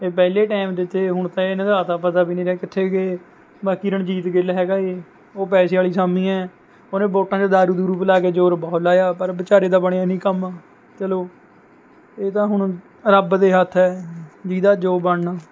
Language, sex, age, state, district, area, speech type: Punjabi, male, 18-30, Punjab, Mohali, rural, spontaneous